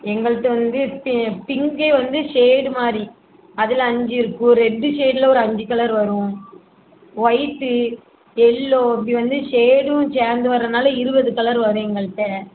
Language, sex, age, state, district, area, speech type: Tamil, female, 18-30, Tamil Nadu, Thoothukudi, urban, conversation